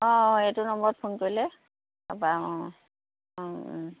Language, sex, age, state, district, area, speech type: Assamese, female, 45-60, Assam, Lakhimpur, rural, conversation